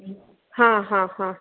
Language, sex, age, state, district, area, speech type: Sanskrit, female, 45-60, Karnataka, Dakshina Kannada, urban, conversation